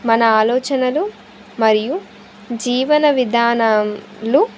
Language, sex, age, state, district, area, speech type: Telugu, female, 18-30, Andhra Pradesh, Sri Satya Sai, urban, spontaneous